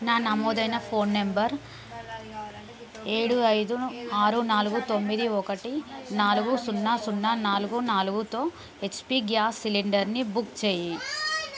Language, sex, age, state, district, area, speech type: Telugu, female, 30-45, Andhra Pradesh, Visakhapatnam, urban, read